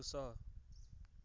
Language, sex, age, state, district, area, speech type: Odia, male, 30-45, Odisha, Cuttack, urban, read